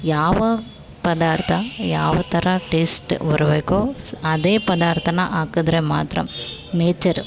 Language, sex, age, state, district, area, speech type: Kannada, female, 18-30, Karnataka, Chamarajanagar, rural, spontaneous